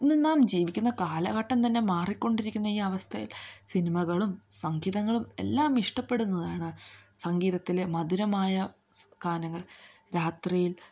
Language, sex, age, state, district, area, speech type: Malayalam, female, 18-30, Kerala, Idukki, rural, spontaneous